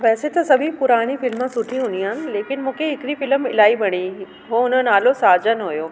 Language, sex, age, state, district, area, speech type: Sindhi, female, 30-45, Delhi, South Delhi, urban, spontaneous